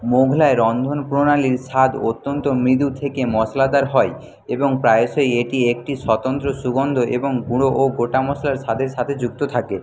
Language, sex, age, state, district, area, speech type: Bengali, male, 30-45, West Bengal, Jhargram, rural, read